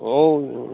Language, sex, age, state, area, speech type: Hindi, male, 60+, Bihar, urban, conversation